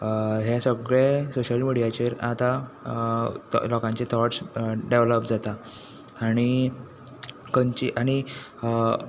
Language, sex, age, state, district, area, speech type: Goan Konkani, male, 18-30, Goa, Tiswadi, rural, spontaneous